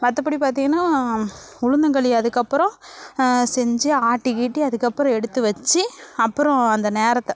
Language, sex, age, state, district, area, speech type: Tamil, female, 18-30, Tamil Nadu, Namakkal, rural, spontaneous